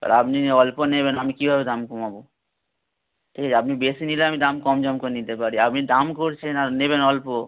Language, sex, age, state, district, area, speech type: Bengali, male, 18-30, West Bengal, Howrah, urban, conversation